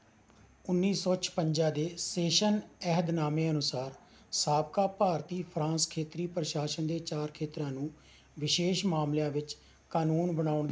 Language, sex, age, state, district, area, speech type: Punjabi, male, 45-60, Punjab, Rupnagar, rural, read